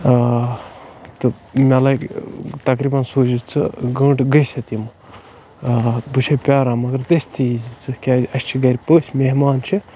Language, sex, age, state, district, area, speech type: Kashmiri, male, 30-45, Jammu and Kashmir, Baramulla, rural, spontaneous